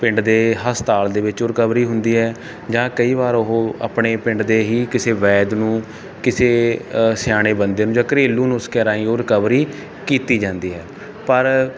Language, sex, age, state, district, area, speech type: Punjabi, male, 30-45, Punjab, Barnala, rural, spontaneous